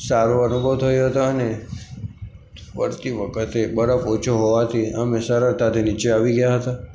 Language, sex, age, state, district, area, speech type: Gujarati, male, 18-30, Gujarat, Aravalli, rural, spontaneous